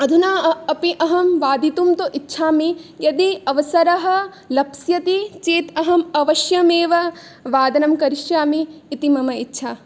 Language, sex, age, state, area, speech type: Sanskrit, female, 18-30, Rajasthan, urban, spontaneous